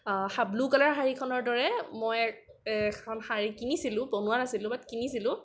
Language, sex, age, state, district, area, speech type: Assamese, female, 18-30, Assam, Kamrup Metropolitan, urban, spontaneous